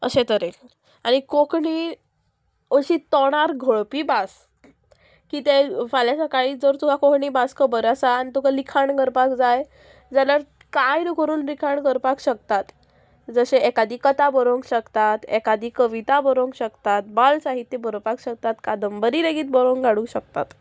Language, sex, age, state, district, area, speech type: Goan Konkani, female, 18-30, Goa, Murmgao, rural, spontaneous